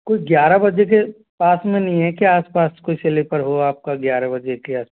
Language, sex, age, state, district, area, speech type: Hindi, male, 18-30, Rajasthan, Jodhpur, rural, conversation